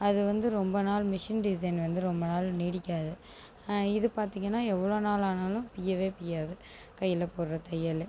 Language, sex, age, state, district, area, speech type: Tamil, female, 30-45, Tamil Nadu, Tiruchirappalli, rural, spontaneous